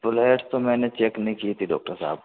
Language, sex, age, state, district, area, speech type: Hindi, male, 18-30, Rajasthan, Jodhpur, urban, conversation